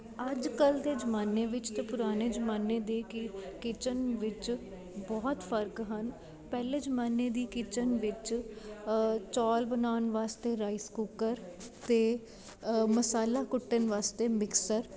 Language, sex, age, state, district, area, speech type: Punjabi, female, 18-30, Punjab, Ludhiana, urban, spontaneous